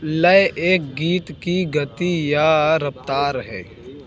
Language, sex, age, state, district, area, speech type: Hindi, male, 18-30, Uttar Pradesh, Bhadohi, rural, read